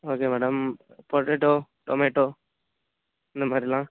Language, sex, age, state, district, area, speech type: Tamil, male, 18-30, Tamil Nadu, Nagapattinam, urban, conversation